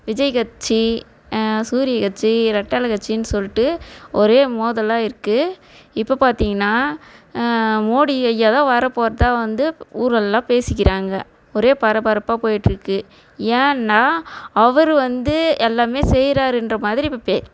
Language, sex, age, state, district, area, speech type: Tamil, female, 45-60, Tamil Nadu, Tiruvannamalai, rural, spontaneous